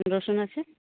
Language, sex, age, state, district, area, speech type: Bengali, female, 45-60, West Bengal, Purulia, rural, conversation